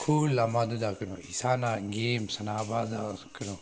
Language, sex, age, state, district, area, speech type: Manipuri, male, 30-45, Manipur, Senapati, rural, spontaneous